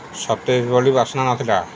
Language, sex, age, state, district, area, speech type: Odia, male, 60+, Odisha, Sundergarh, urban, spontaneous